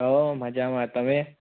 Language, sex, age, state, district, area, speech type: Gujarati, male, 18-30, Gujarat, Anand, urban, conversation